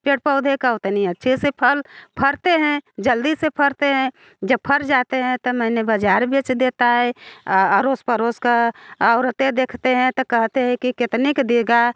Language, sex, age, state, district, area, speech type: Hindi, female, 60+, Uttar Pradesh, Bhadohi, rural, spontaneous